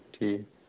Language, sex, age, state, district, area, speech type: Kashmiri, male, 18-30, Jammu and Kashmir, Anantnag, rural, conversation